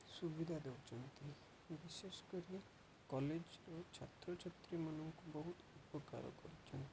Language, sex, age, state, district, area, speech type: Odia, male, 45-60, Odisha, Malkangiri, urban, spontaneous